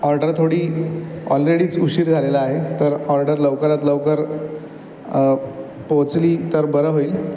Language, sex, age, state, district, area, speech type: Marathi, male, 18-30, Maharashtra, Aurangabad, urban, spontaneous